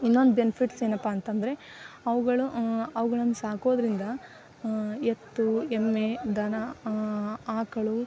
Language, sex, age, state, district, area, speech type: Kannada, female, 18-30, Karnataka, Koppal, rural, spontaneous